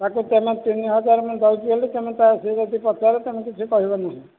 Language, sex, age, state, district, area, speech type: Odia, male, 60+, Odisha, Nayagarh, rural, conversation